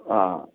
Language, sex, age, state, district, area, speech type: Bengali, male, 60+, West Bengal, Purulia, rural, conversation